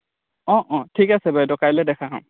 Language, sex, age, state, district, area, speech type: Assamese, male, 30-45, Assam, Lakhimpur, rural, conversation